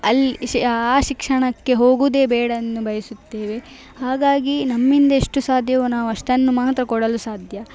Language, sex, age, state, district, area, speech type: Kannada, female, 18-30, Karnataka, Dakshina Kannada, rural, spontaneous